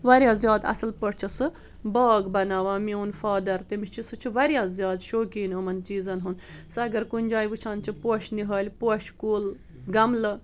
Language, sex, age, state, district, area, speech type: Kashmiri, female, 30-45, Jammu and Kashmir, Bandipora, rural, spontaneous